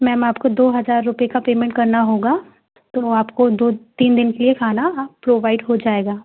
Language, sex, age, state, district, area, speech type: Hindi, female, 18-30, Madhya Pradesh, Gwalior, rural, conversation